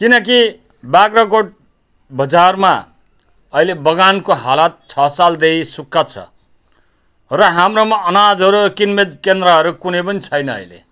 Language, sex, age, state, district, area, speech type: Nepali, male, 45-60, West Bengal, Jalpaiguri, rural, spontaneous